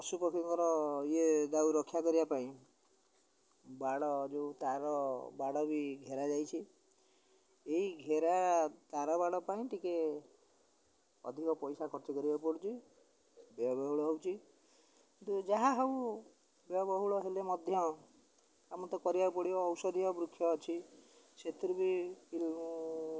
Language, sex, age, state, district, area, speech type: Odia, male, 60+, Odisha, Jagatsinghpur, rural, spontaneous